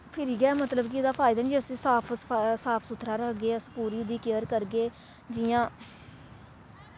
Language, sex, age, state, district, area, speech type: Dogri, female, 18-30, Jammu and Kashmir, Samba, rural, spontaneous